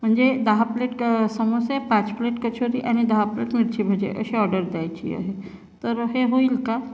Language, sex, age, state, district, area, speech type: Marathi, female, 30-45, Maharashtra, Gondia, rural, spontaneous